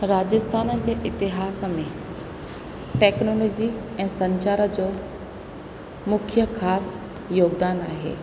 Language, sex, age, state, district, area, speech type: Sindhi, female, 45-60, Rajasthan, Ajmer, urban, spontaneous